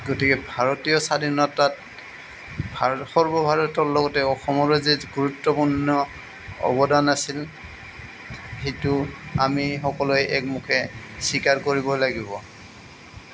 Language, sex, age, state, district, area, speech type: Assamese, male, 60+, Assam, Goalpara, urban, spontaneous